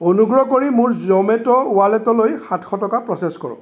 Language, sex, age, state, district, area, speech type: Assamese, male, 45-60, Assam, Sonitpur, urban, read